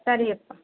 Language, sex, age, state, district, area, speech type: Kannada, female, 60+, Karnataka, Kolar, rural, conversation